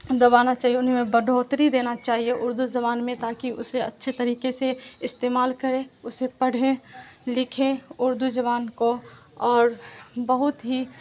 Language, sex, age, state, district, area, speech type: Urdu, female, 18-30, Bihar, Supaul, rural, spontaneous